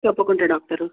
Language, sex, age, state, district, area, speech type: Telugu, female, 30-45, Andhra Pradesh, Krishna, urban, conversation